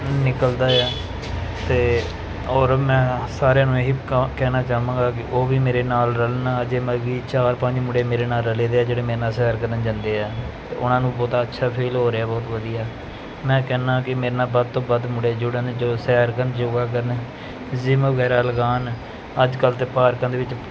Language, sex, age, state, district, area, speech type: Punjabi, male, 30-45, Punjab, Pathankot, urban, spontaneous